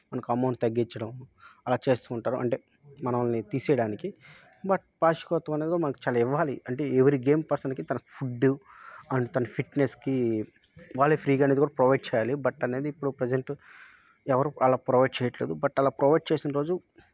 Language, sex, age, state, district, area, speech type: Telugu, male, 18-30, Andhra Pradesh, Nellore, rural, spontaneous